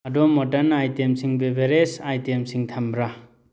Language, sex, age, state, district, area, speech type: Manipuri, male, 30-45, Manipur, Thoubal, urban, read